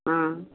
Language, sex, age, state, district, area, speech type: Odia, female, 60+, Odisha, Gajapati, rural, conversation